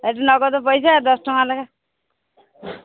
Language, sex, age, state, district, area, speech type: Odia, female, 60+, Odisha, Angul, rural, conversation